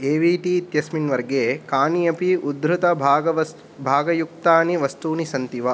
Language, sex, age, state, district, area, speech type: Sanskrit, male, 18-30, Tamil Nadu, Kanchipuram, urban, read